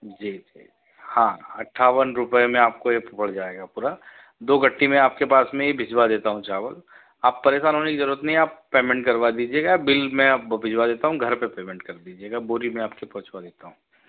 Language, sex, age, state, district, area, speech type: Hindi, male, 45-60, Madhya Pradesh, Betul, urban, conversation